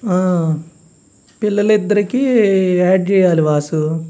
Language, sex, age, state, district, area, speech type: Telugu, male, 45-60, Andhra Pradesh, Guntur, urban, spontaneous